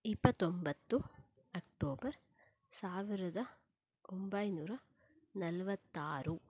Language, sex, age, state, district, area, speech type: Kannada, female, 30-45, Karnataka, Shimoga, rural, spontaneous